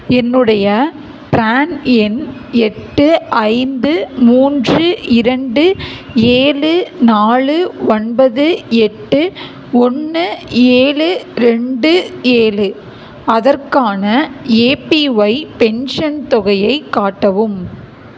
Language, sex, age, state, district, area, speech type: Tamil, female, 45-60, Tamil Nadu, Mayiladuthurai, rural, read